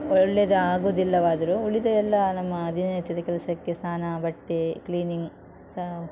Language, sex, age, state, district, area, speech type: Kannada, female, 30-45, Karnataka, Udupi, rural, spontaneous